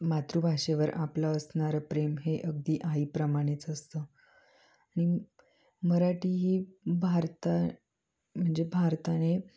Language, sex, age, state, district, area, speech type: Marathi, female, 18-30, Maharashtra, Ahmednagar, urban, spontaneous